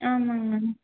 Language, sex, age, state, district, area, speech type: Tamil, female, 18-30, Tamil Nadu, Erode, rural, conversation